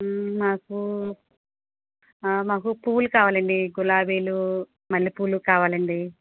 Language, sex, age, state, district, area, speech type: Telugu, female, 45-60, Andhra Pradesh, Krishna, rural, conversation